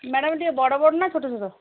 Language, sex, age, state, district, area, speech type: Odia, female, 45-60, Odisha, Angul, rural, conversation